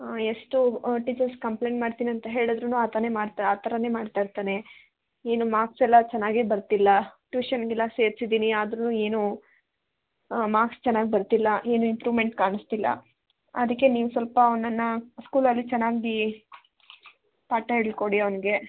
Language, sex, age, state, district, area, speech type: Kannada, female, 18-30, Karnataka, Kolar, rural, conversation